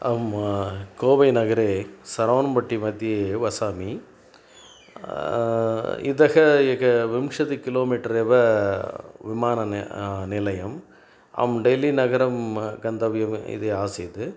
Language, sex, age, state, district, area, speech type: Sanskrit, male, 60+, Tamil Nadu, Coimbatore, urban, spontaneous